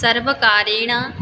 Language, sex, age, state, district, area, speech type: Sanskrit, female, 18-30, Assam, Biswanath, rural, spontaneous